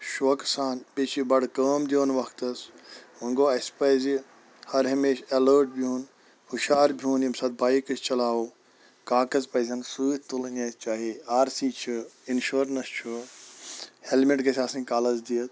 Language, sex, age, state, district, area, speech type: Kashmiri, female, 45-60, Jammu and Kashmir, Shopian, rural, spontaneous